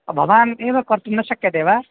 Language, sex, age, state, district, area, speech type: Sanskrit, male, 18-30, Assam, Kokrajhar, rural, conversation